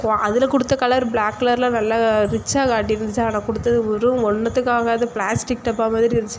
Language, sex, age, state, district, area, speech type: Tamil, female, 18-30, Tamil Nadu, Thoothukudi, rural, spontaneous